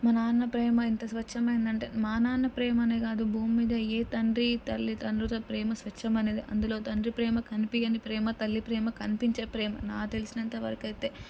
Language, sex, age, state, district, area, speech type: Telugu, female, 18-30, Telangana, Nalgonda, urban, spontaneous